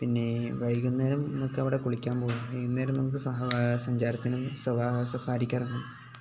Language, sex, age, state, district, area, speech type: Malayalam, male, 18-30, Kerala, Kozhikode, rural, spontaneous